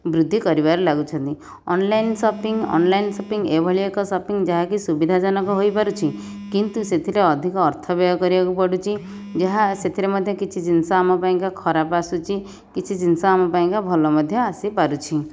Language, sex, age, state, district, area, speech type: Odia, female, 30-45, Odisha, Nayagarh, rural, spontaneous